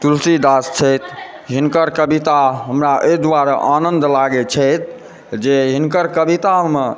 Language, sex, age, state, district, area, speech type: Maithili, male, 18-30, Bihar, Supaul, rural, spontaneous